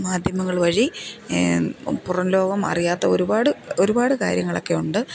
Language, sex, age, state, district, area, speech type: Malayalam, female, 45-60, Kerala, Thiruvananthapuram, rural, spontaneous